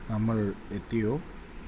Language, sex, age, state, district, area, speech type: Malayalam, male, 30-45, Kerala, Idukki, rural, read